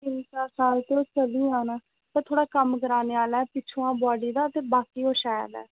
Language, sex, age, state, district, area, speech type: Dogri, female, 18-30, Jammu and Kashmir, Reasi, rural, conversation